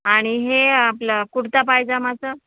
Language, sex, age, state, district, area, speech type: Marathi, female, 30-45, Maharashtra, Thane, urban, conversation